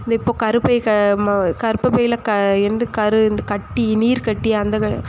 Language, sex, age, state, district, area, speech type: Tamil, female, 18-30, Tamil Nadu, Thoothukudi, rural, spontaneous